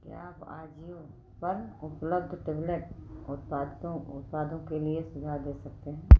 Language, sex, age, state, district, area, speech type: Hindi, female, 60+, Uttar Pradesh, Ayodhya, rural, read